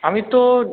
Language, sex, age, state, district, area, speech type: Bengali, male, 18-30, West Bengal, Jalpaiguri, rural, conversation